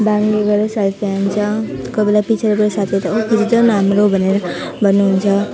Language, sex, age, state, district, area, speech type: Nepali, female, 18-30, West Bengal, Alipurduar, rural, spontaneous